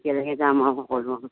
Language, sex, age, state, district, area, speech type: Assamese, female, 60+, Assam, Lakhimpur, urban, conversation